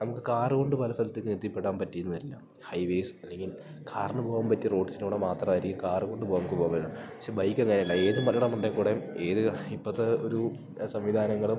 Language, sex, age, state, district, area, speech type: Malayalam, male, 18-30, Kerala, Idukki, rural, spontaneous